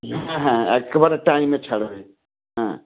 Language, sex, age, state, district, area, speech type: Bengali, male, 45-60, West Bengal, Dakshin Dinajpur, rural, conversation